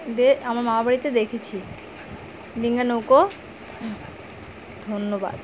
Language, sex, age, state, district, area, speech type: Bengali, female, 30-45, West Bengal, Alipurduar, rural, spontaneous